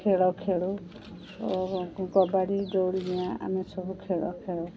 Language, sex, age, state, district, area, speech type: Odia, female, 45-60, Odisha, Sundergarh, rural, spontaneous